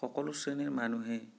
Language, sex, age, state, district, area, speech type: Assamese, male, 30-45, Assam, Sonitpur, rural, spontaneous